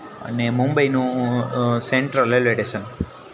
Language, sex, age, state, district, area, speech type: Gujarati, male, 18-30, Gujarat, Junagadh, urban, spontaneous